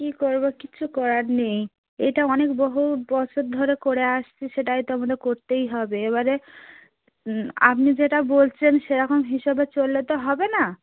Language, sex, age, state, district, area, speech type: Bengali, female, 45-60, West Bengal, South 24 Parganas, rural, conversation